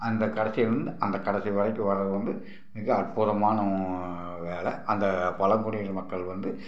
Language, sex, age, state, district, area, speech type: Tamil, male, 60+, Tamil Nadu, Tiruppur, rural, spontaneous